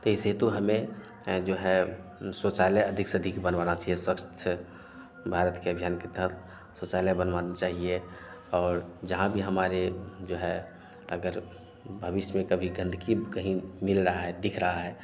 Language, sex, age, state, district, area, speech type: Hindi, male, 30-45, Bihar, Madhepura, rural, spontaneous